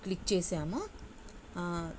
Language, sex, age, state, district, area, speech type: Telugu, female, 45-60, Telangana, Sangareddy, urban, spontaneous